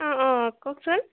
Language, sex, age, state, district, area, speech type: Assamese, female, 30-45, Assam, Tinsukia, rural, conversation